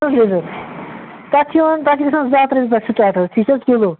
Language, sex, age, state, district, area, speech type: Kashmiri, male, 30-45, Jammu and Kashmir, Bandipora, rural, conversation